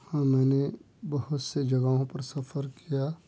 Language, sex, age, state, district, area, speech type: Urdu, male, 45-60, Telangana, Hyderabad, urban, spontaneous